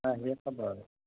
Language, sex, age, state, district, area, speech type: Assamese, male, 30-45, Assam, Majuli, urban, conversation